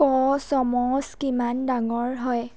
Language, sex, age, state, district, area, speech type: Assamese, female, 18-30, Assam, Darrang, rural, read